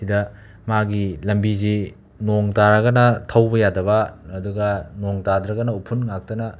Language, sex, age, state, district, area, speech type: Manipuri, male, 30-45, Manipur, Imphal West, urban, spontaneous